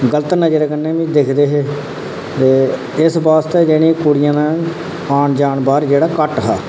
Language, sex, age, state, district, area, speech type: Dogri, male, 30-45, Jammu and Kashmir, Reasi, rural, spontaneous